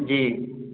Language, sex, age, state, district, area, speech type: Maithili, male, 18-30, Bihar, Sitamarhi, rural, conversation